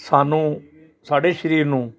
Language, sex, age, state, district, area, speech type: Punjabi, male, 60+, Punjab, Hoshiarpur, urban, spontaneous